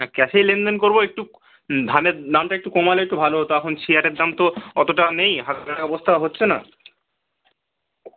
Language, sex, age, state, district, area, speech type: Bengali, male, 18-30, West Bengal, Birbhum, urban, conversation